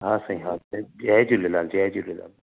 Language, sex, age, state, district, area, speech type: Sindhi, male, 45-60, Maharashtra, Thane, urban, conversation